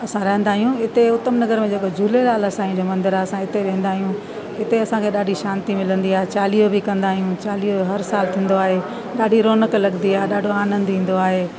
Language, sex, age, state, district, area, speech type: Sindhi, female, 60+, Delhi, South Delhi, rural, spontaneous